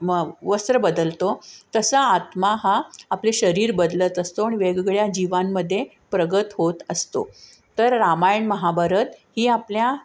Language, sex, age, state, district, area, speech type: Marathi, female, 45-60, Maharashtra, Sangli, urban, spontaneous